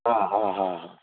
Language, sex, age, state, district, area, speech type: Marathi, male, 60+, Maharashtra, Kolhapur, urban, conversation